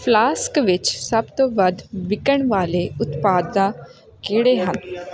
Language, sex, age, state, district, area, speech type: Punjabi, female, 18-30, Punjab, Hoshiarpur, rural, read